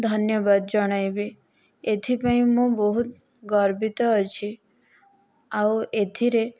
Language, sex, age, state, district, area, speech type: Odia, female, 18-30, Odisha, Kandhamal, rural, spontaneous